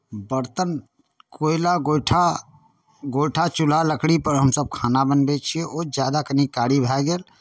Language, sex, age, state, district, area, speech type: Maithili, male, 30-45, Bihar, Darbhanga, urban, spontaneous